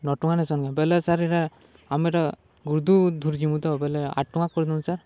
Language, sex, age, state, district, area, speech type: Odia, male, 18-30, Odisha, Balangir, urban, spontaneous